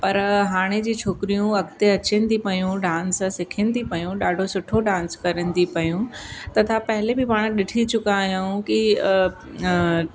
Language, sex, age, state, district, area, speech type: Sindhi, female, 30-45, Uttar Pradesh, Lucknow, urban, spontaneous